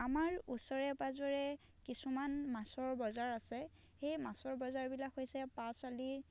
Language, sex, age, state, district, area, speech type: Assamese, female, 18-30, Assam, Dhemaji, rural, spontaneous